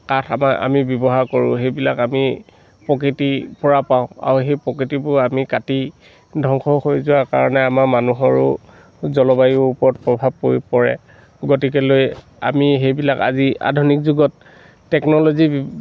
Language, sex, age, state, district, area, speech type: Assamese, male, 60+, Assam, Dhemaji, rural, spontaneous